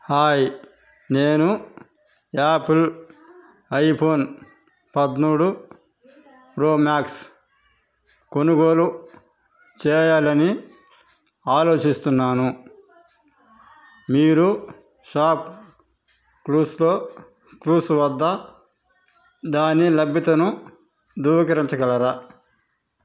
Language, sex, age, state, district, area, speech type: Telugu, male, 45-60, Andhra Pradesh, Sri Balaji, rural, read